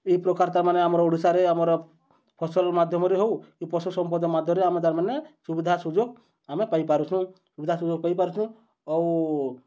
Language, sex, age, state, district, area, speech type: Odia, male, 30-45, Odisha, Bargarh, urban, spontaneous